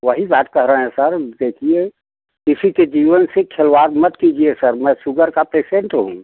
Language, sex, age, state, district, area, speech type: Hindi, male, 60+, Uttar Pradesh, Prayagraj, rural, conversation